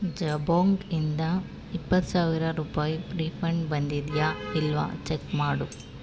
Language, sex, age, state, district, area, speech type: Kannada, female, 18-30, Karnataka, Chamarajanagar, rural, read